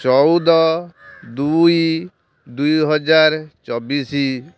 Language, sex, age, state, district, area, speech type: Odia, male, 60+, Odisha, Kendrapara, urban, spontaneous